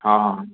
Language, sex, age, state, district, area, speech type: Hindi, male, 18-30, Madhya Pradesh, Jabalpur, urban, conversation